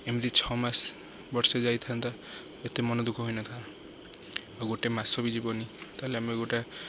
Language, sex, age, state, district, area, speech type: Odia, male, 18-30, Odisha, Jagatsinghpur, rural, spontaneous